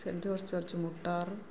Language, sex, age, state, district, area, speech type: Malayalam, female, 45-60, Kerala, Kollam, rural, spontaneous